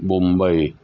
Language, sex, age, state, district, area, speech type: Gujarati, male, 45-60, Gujarat, Anand, rural, spontaneous